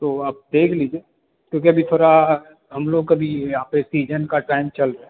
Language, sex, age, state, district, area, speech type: Hindi, male, 30-45, Bihar, Darbhanga, rural, conversation